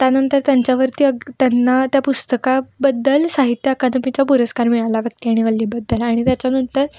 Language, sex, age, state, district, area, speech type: Marathi, female, 18-30, Maharashtra, Kolhapur, urban, spontaneous